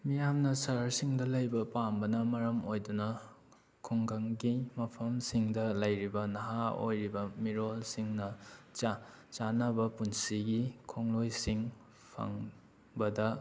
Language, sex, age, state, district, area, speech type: Manipuri, male, 18-30, Manipur, Kakching, rural, spontaneous